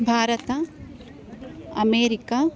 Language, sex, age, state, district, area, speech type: Kannada, female, 18-30, Karnataka, Chikkamagaluru, rural, spontaneous